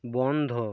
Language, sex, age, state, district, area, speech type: Bengali, male, 45-60, West Bengal, Purba Medinipur, rural, read